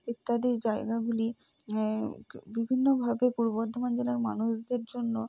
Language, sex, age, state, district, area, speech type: Bengali, female, 30-45, West Bengal, Purba Bardhaman, urban, spontaneous